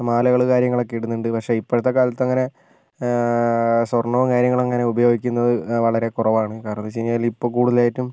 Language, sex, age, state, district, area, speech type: Malayalam, female, 18-30, Kerala, Wayanad, rural, spontaneous